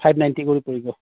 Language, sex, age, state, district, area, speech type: Assamese, male, 45-60, Assam, Udalguri, rural, conversation